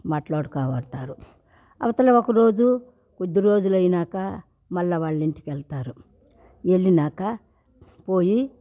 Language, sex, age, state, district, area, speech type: Telugu, female, 60+, Andhra Pradesh, Sri Balaji, urban, spontaneous